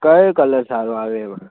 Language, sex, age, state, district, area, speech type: Gujarati, male, 30-45, Gujarat, Aravalli, urban, conversation